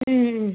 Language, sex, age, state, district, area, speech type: Tamil, female, 45-60, Tamil Nadu, Tiruchirappalli, rural, conversation